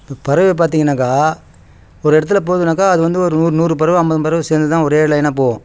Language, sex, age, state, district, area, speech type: Tamil, male, 45-60, Tamil Nadu, Kallakurichi, rural, spontaneous